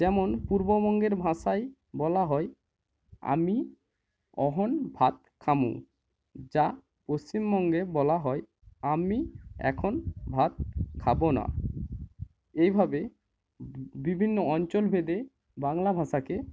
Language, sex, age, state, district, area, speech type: Bengali, male, 18-30, West Bengal, Purba Medinipur, rural, spontaneous